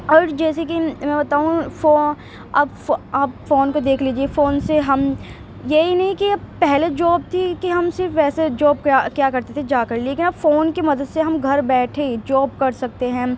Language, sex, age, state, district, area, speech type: Urdu, female, 18-30, Delhi, Central Delhi, urban, spontaneous